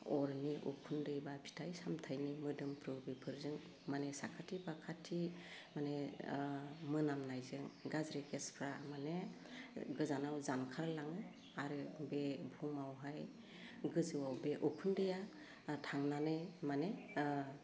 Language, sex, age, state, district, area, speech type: Bodo, female, 45-60, Assam, Udalguri, urban, spontaneous